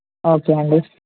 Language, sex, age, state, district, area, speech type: Telugu, female, 45-60, Andhra Pradesh, N T Rama Rao, rural, conversation